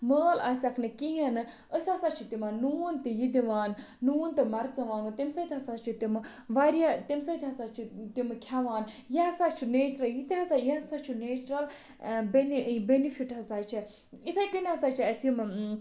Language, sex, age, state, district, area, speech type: Kashmiri, other, 30-45, Jammu and Kashmir, Budgam, rural, spontaneous